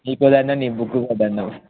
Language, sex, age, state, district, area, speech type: Telugu, male, 18-30, Telangana, Ranga Reddy, urban, conversation